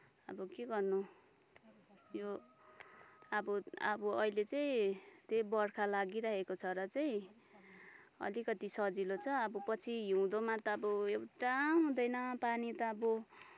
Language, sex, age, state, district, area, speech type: Nepali, female, 30-45, West Bengal, Kalimpong, rural, spontaneous